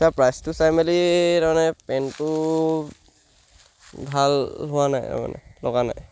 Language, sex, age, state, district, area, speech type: Assamese, male, 18-30, Assam, Sivasagar, rural, spontaneous